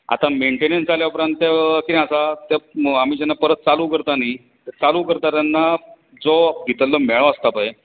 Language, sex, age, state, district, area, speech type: Goan Konkani, male, 45-60, Goa, Bardez, urban, conversation